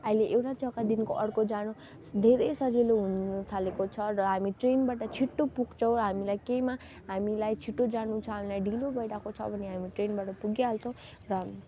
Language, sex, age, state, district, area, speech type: Nepali, female, 30-45, West Bengal, Darjeeling, rural, spontaneous